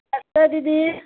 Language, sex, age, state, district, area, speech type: Hindi, female, 60+, Uttar Pradesh, Mau, urban, conversation